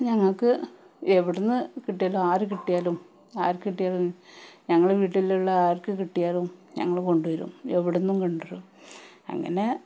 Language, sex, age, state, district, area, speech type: Malayalam, female, 30-45, Kerala, Malappuram, rural, spontaneous